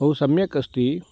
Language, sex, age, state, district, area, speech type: Sanskrit, male, 30-45, Karnataka, Dakshina Kannada, rural, spontaneous